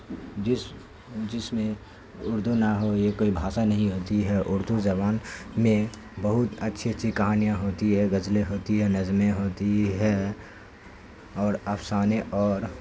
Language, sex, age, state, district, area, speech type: Urdu, male, 18-30, Bihar, Saharsa, urban, spontaneous